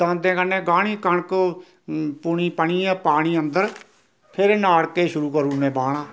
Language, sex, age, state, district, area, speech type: Dogri, male, 60+, Jammu and Kashmir, Reasi, rural, spontaneous